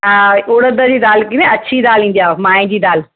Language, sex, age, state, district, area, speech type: Sindhi, female, 45-60, Maharashtra, Thane, urban, conversation